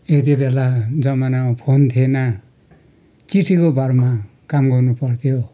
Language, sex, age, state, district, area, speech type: Nepali, male, 60+, West Bengal, Kalimpong, rural, spontaneous